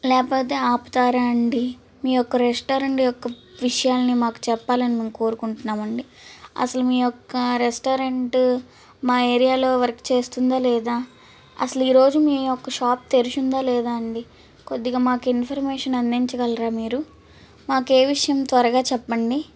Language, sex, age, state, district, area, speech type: Telugu, female, 18-30, Andhra Pradesh, Guntur, urban, spontaneous